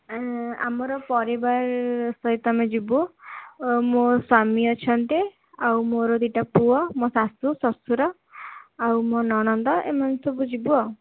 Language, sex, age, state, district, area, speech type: Odia, female, 18-30, Odisha, Bhadrak, rural, conversation